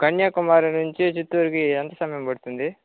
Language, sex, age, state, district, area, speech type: Telugu, male, 30-45, Andhra Pradesh, Chittoor, urban, conversation